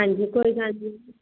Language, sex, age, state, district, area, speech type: Punjabi, female, 30-45, Punjab, Firozpur, rural, conversation